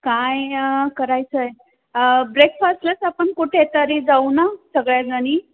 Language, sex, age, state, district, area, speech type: Marathi, female, 30-45, Maharashtra, Pune, urban, conversation